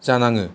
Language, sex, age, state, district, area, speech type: Bodo, male, 18-30, Assam, Chirang, rural, spontaneous